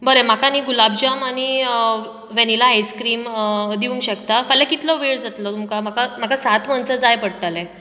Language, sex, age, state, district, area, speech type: Goan Konkani, female, 30-45, Goa, Bardez, urban, spontaneous